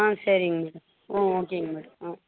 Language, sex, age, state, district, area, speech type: Tamil, female, 30-45, Tamil Nadu, Vellore, urban, conversation